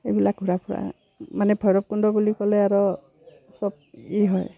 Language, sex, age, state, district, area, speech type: Assamese, female, 45-60, Assam, Udalguri, rural, spontaneous